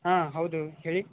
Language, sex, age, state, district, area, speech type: Kannada, male, 18-30, Karnataka, Chamarajanagar, rural, conversation